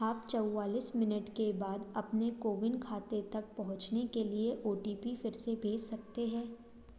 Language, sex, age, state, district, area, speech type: Hindi, female, 18-30, Madhya Pradesh, Betul, rural, read